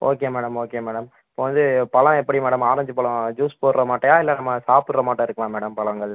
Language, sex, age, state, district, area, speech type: Tamil, male, 18-30, Tamil Nadu, Pudukkottai, rural, conversation